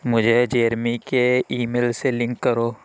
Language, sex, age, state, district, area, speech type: Urdu, male, 30-45, Uttar Pradesh, Lucknow, urban, read